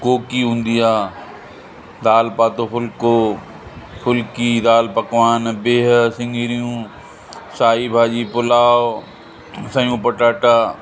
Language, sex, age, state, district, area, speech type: Sindhi, male, 45-60, Uttar Pradesh, Lucknow, rural, spontaneous